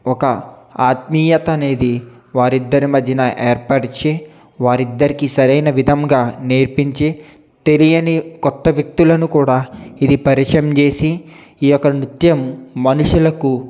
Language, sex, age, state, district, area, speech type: Telugu, male, 60+, Andhra Pradesh, East Godavari, rural, spontaneous